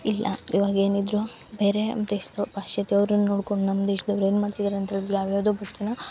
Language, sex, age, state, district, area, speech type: Kannada, female, 18-30, Karnataka, Uttara Kannada, rural, spontaneous